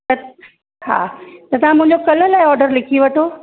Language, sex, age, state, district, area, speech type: Sindhi, female, 30-45, Uttar Pradesh, Lucknow, urban, conversation